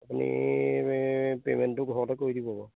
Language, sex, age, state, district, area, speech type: Assamese, male, 30-45, Assam, Majuli, urban, conversation